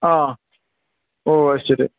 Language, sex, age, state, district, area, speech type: Malayalam, male, 60+, Kerala, Kottayam, rural, conversation